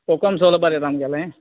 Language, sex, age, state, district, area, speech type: Goan Konkani, male, 45-60, Goa, Canacona, rural, conversation